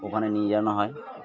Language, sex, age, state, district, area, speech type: Bengali, male, 45-60, West Bengal, Birbhum, urban, spontaneous